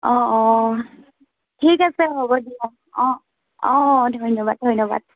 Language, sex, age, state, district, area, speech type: Assamese, female, 18-30, Assam, Tinsukia, urban, conversation